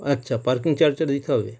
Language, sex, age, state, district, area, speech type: Bengali, male, 45-60, West Bengal, Howrah, urban, spontaneous